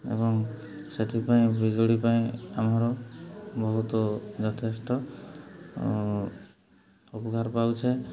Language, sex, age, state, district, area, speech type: Odia, male, 30-45, Odisha, Mayurbhanj, rural, spontaneous